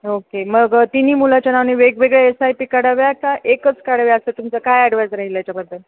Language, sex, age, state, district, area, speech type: Marathi, female, 30-45, Maharashtra, Ahmednagar, urban, conversation